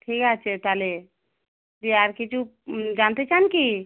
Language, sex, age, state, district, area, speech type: Bengali, female, 45-60, West Bengal, Dakshin Dinajpur, urban, conversation